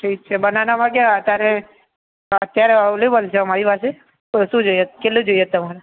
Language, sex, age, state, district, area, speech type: Gujarati, male, 18-30, Gujarat, Aravalli, urban, conversation